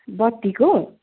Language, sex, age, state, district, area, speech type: Nepali, female, 30-45, West Bengal, Darjeeling, rural, conversation